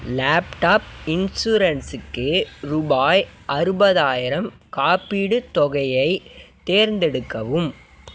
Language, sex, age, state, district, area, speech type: Tamil, male, 18-30, Tamil Nadu, Mayiladuthurai, urban, read